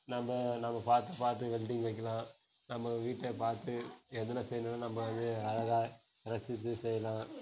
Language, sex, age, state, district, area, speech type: Tamil, male, 18-30, Tamil Nadu, Kallakurichi, rural, spontaneous